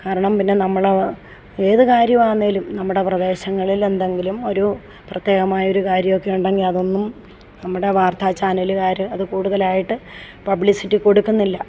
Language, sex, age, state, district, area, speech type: Malayalam, female, 60+, Kerala, Kollam, rural, spontaneous